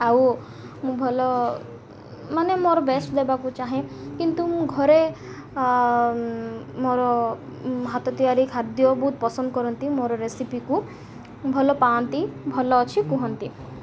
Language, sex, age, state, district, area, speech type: Odia, female, 18-30, Odisha, Malkangiri, urban, spontaneous